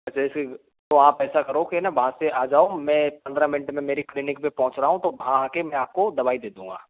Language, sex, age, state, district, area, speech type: Hindi, male, 45-60, Rajasthan, Karauli, rural, conversation